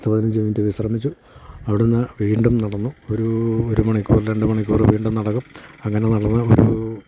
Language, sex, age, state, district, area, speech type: Malayalam, male, 45-60, Kerala, Idukki, rural, spontaneous